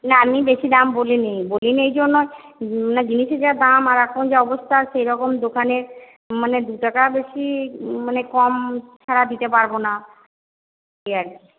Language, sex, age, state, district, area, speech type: Bengali, female, 60+, West Bengal, Purba Bardhaman, urban, conversation